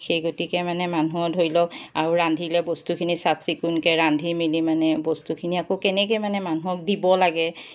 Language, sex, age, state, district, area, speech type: Assamese, female, 45-60, Assam, Charaideo, urban, spontaneous